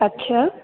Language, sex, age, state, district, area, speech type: Sindhi, female, 45-60, Uttar Pradesh, Lucknow, urban, conversation